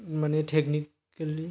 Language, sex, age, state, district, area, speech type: Bodo, male, 18-30, Assam, Kokrajhar, rural, spontaneous